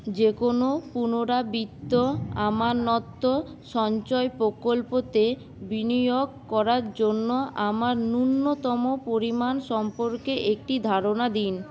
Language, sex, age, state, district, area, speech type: Bengali, female, 18-30, West Bengal, Paschim Medinipur, rural, read